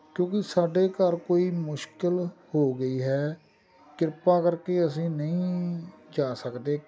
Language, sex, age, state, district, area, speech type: Punjabi, male, 45-60, Punjab, Amritsar, rural, spontaneous